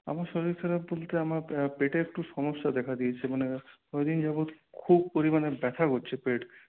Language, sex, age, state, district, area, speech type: Bengali, male, 18-30, West Bengal, Purulia, urban, conversation